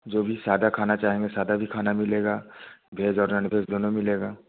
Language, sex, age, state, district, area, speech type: Hindi, male, 30-45, Bihar, Vaishali, rural, conversation